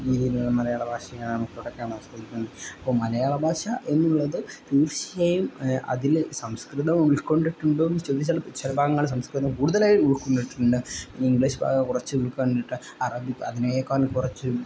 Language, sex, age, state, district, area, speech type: Malayalam, male, 18-30, Kerala, Kozhikode, rural, spontaneous